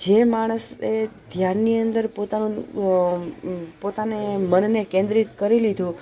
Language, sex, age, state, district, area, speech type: Gujarati, female, 45-60, Gujarat, Junagadh, urban, spontaneous